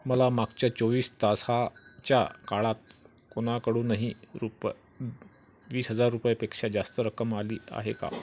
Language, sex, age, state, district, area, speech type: Marathi, male, 45-60, Maharashtra, Amravati, rural, read